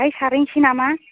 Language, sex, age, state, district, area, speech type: Bodo, female, 45-60, Assam, Kokrajhar, rural, conversation